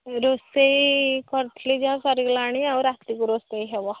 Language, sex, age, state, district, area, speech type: Odia, female, 18-30, Odisha, Nayagarh, rural, conversation